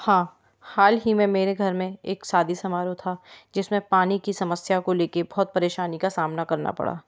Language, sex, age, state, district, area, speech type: Hindi, female, 30-45, Madhya Pradesh, Gwalior, urban, spontaneous